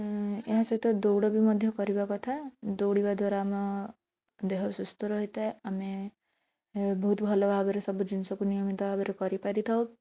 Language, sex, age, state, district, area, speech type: Odia, female, 18-30, Odisha, Bhadrak, rural, spontaneous